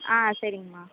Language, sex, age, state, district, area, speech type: Tamil, female, 18-30, Tamil Nadu, Perambalur, rural, conversation